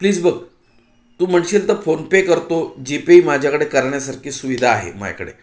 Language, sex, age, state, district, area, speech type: Marathi, male, 45-60, Maharashtra, Pune, urban, spontaneous